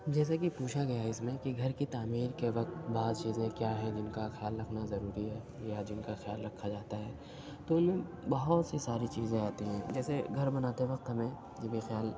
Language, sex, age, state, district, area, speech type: Urdu, male, 45-60, Uttar Pradesh, Aligarh, rural, spontaneous